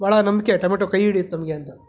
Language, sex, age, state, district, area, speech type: Kannada, male, 45-60, Karnataka, Chikkaballapur, rural, spontaneous